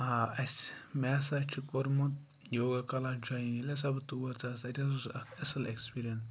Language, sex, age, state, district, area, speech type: Kashmiri, male, 45-60, Jammu and Kashmir, Ganderbal, rural, spontaneous